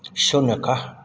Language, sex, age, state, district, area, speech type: Sanskrit, male, 60+, Uttar Pradesh, Ayodhya, urban, read